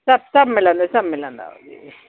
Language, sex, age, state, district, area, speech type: Sindhi, female, 30-45, Uttar Pradesh, Lucknow, rural, conversation